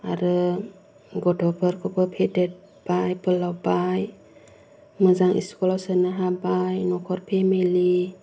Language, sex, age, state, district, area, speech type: Bodo, female, 30-45, Assam, Kokrajhar, urban, spontaneous